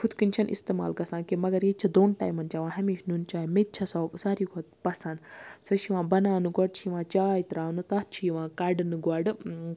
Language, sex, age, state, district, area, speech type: Kashmiri, female, 18-30, Jammu and Kashmir, Baramulla, rural, spontaneous